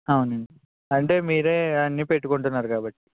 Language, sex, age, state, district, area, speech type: Telugu, male, 18-30, Andhra Pradesh, Konaseema, rural, conversation